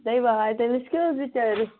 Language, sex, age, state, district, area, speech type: Kashmiri, female, 30-45, Jammu and Kashmir, Kulgam, rural, conversation